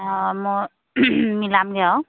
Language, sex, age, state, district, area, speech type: Assamese, female, 30-45, Assam, Dhemaji, rural, conversation